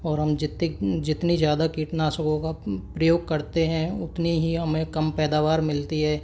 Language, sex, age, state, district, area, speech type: Hindi, male, 30-45, Rajasthan, Karauli, rural, spontaneous